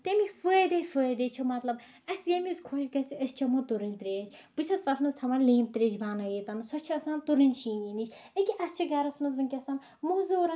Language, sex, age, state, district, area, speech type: Kashmiri, female, 30-45, Jammu and Kashmir, Ganderbal, rural, spontaneous